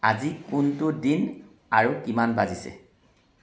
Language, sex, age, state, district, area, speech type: Assamese, male, 30-45, Assam, Charaideo, urban, read